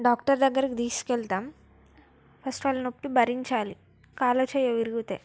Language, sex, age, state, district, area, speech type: Telugu, female, 18-30, Telangana, Peddapalli, rural, spontaneous